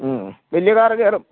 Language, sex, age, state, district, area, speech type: Malayalam, male, 45-60, Kerala, Alappuzha, rural, conversation